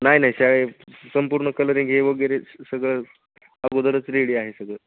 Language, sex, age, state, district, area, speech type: Marathi, male, 18-30, Maharashtra, Jalna, rural, conversation